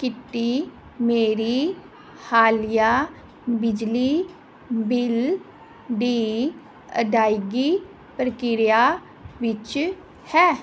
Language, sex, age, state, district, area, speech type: Punjabi, female, 30-45, Punjab, Fazilka, rural, read